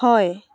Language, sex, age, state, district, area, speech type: Assamese, female, 18-30, Assam, Charaideo, urban, read